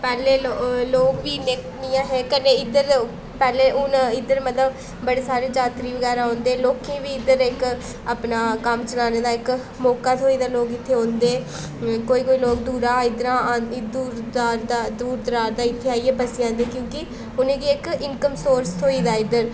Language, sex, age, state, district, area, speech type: Dogri, female, 18-30, Jammu and Kashmir, Reasi, rural, spontaneous